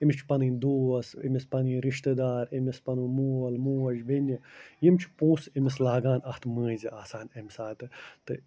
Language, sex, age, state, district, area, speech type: Kashmiri, male, 45-60, Jammu and Kashmir, Ganderbal, urban, spontaneous